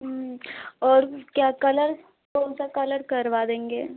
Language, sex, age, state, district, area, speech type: Hindi, female, 18-30, Uttar Pradesh, Azamgarh, urban, conversation